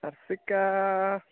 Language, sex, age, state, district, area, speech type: Assamese, male, 18-30, Assam, Barpeta, rural, conversation